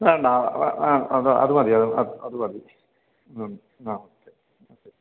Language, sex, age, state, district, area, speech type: Malayalam, male, 45-60, Kerala, Malappuram, rural, conversation